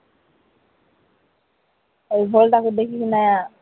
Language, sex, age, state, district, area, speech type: Odia, female, 18-30, Odisha, Koraput, urban, conversation